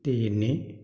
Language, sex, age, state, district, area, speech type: Odia, male, 60+, Odisha, Dhenkanal, rural, spontaneous